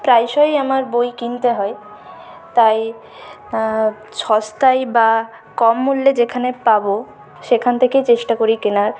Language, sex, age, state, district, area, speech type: Bengali, female, 30-45, West Bengal, Purulia, urban, spontaneous